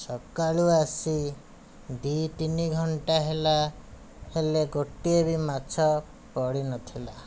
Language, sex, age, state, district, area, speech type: Odia, male, 60+, Odisha, Khordha, rural, spontaneous